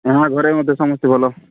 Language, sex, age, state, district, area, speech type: Odia, male, 30-45, Odisha, Nabarangpur, urban, conversation